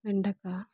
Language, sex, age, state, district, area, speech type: Tamil, female, 30-45, Tamil Nadu, Dharmapuri, rural, spontaneous